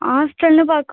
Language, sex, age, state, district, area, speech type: Tamil, female, 30-45, Tamil Nadu, Ariyalur, rural, conversation